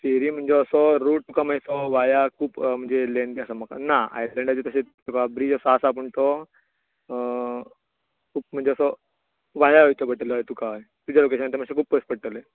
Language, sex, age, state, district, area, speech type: Goan Konkani, male, 18-30, Goa, Tiswadi, rural, conversation